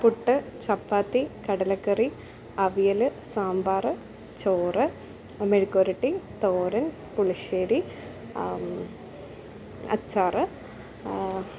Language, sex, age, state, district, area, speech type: Malayalam, female, 30-45, Kerala, Alappuzha, rural, spontaneous